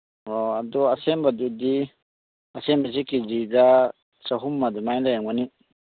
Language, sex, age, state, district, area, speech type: Manipuri, male, 30-45, Manipur, Churachandpur, rural, conversation